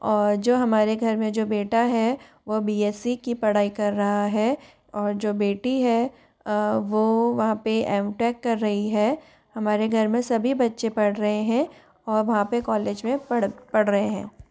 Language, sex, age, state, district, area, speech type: Hindi, female, 45-60, Rajasthan, Jaipur, urban, spontaneous